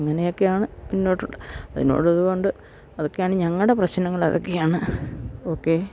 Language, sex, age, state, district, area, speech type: Malayalam, female, 60+, Kerala, Idukki, rural, spontaneous